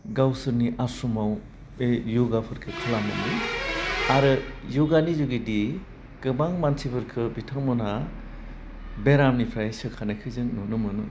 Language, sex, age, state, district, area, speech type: Bodo, male, 45-60, Assam, Udalguri, urban, spontaneous